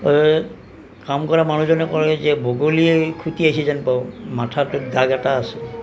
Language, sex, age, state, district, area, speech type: Assamese, male, 45-60, Assam, Nalbari, rural, spontaneous